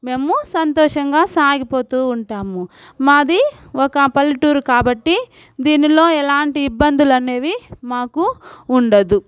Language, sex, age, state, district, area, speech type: Telugu, female, 45-60, Andhra Pradesh, Sri Balaji, urban, spontaneous